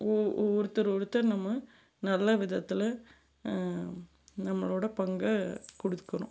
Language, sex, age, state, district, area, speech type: Tamil, female, 30-45, Tamil Nadu, Salem, urban, spontaneous